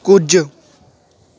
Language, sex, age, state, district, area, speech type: Punjabi, male, 18-30, Punjab, Ludhiana, urban, read